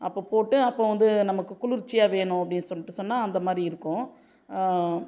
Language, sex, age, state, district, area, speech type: Tamil, female, 45-60, Tamil Nadu, Viluppuram, urban, spontaneous